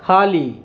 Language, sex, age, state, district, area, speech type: Marathi, male, 30-45, Maharashtra, Yavatmal, rural, read